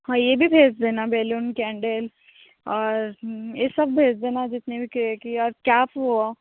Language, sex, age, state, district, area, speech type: Hindi, female, 30-45, Rajasthan, Jodhpur, rural, conversation